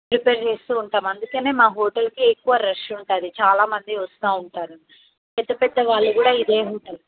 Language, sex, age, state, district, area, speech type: Telugu, female, 18-30, Telangana, Mahbubnagar, rural, conversation